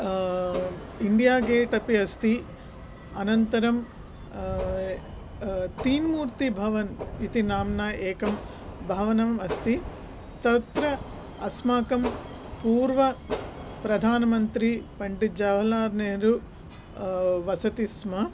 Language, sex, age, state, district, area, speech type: Sanskrit, female, 45-60, Andhra Pradesh, Krishna, urban, spontaneous